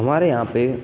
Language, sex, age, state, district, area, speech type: Hindi, male, 18-30, Rajasthan, Bharatpur, rural, spontaneous